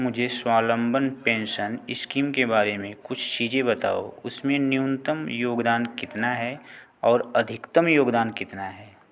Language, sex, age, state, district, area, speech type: Hindi, male, 30-45, Uttar Pradesh, Azamgarh, rural, read